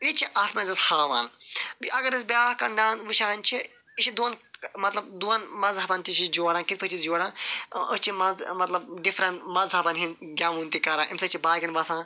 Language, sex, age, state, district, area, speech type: Kashmiri, male, 45-60, Jammu and Kashmir, Ganderbal, urban, spontaneous